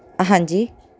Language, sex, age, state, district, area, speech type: Punjabi, female, 30-45, Punjab, Tarn Taran, urban, spontaneous